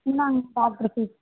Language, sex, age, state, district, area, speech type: Tamil, female, 18-30, Tamil Nadu, Tiruppur, rural, conversation